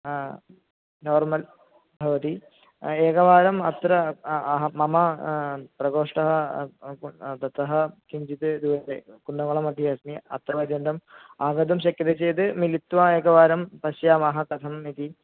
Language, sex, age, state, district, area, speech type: Sanskrit, male, 18-30, Kerala, Thrissur, rural, conversation